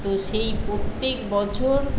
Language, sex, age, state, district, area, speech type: Bengali, female, 60+, West Bengal, Paschim Medinipur, rural, spontaneous